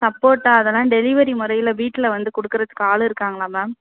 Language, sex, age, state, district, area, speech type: Tamil, female, 30-45, Tamil Nadu, Thanjavur, urban, conversation